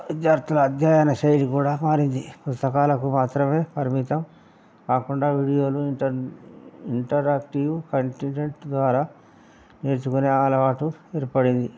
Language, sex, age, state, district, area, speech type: Telugu, male, 60+, Telangana, Hanamkonda, rural, spontaneous